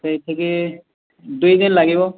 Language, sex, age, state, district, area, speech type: Odia, male, 18-30, Odisha, Boudh, rural, conversation